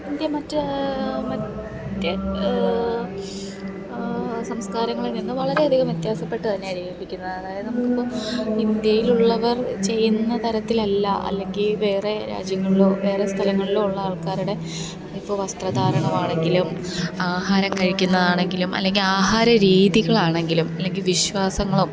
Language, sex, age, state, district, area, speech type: Malayalam, female, 30-45, Kerala, Pathanamthitta, rural, spontaneous